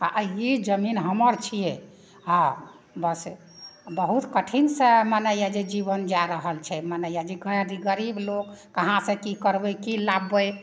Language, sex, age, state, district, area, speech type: Maithili, female, 60+, Bihar, Madhepura, rural, spontaneous